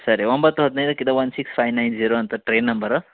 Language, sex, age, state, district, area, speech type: Kannada, male, 30-45, Karnataka, Dharwad, urban, conversation